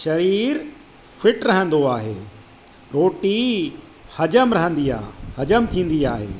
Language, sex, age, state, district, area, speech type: Sindhi, male, 45-60, Madhya Pradesh, Katni, urban, spontaneous